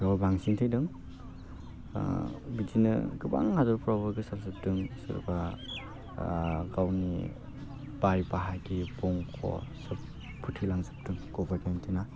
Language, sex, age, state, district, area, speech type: Bodo, male, 18-30, Assam, Udalguri, urban, spontaneous